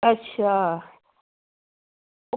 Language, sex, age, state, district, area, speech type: Dogri, female, 60+, Jammu and Kashmir, Udhampur, rural, conversation